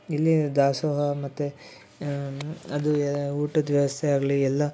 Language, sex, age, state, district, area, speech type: Kannada, male, 18-30, Karnataka, Koppal, rural, spontaneous